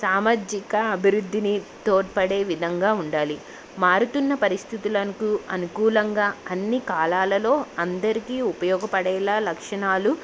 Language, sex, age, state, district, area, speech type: Telugu, female, 18-30, Telangana, Hyderabad, urban, spontaneous